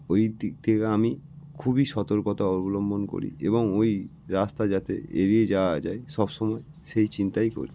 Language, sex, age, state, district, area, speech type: Bengali, male, 18-30, West Bengal, North 24 Parganas, urban, spontaneous